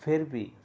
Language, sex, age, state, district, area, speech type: Punjabi, male, 30-45, Punjab, Pathankot, rural, spontaneous